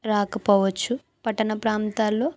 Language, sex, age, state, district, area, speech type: Telugu, female, 18-30, Andhra Pradesh, Anakapalli, rural, spontaneous